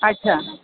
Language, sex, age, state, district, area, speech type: Marathi, female, 30-45, Maharashtra, Jalna, urban, conversation